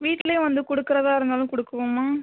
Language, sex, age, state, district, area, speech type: Tamil, female, 18-30, Tamil Nadu, Tiruchirappalli, rural, conversation